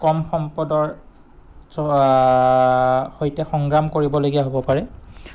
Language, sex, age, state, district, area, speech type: Assamese, male, 30-45, Assam, Goalpara, urban, spontaneous